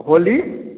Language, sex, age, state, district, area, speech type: Hindi, male, 45-60, Bihar, Samastipur, rural, conversation